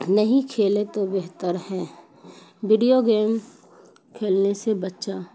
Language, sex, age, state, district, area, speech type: Urdu, female, 45-60, Bihar, Khagaria, rural, spontaneous